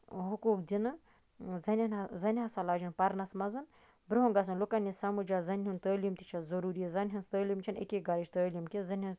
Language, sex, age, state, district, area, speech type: Kashmiri, female, 30-45, Jammu and Kashmir, Baramulla, rural, spontaneous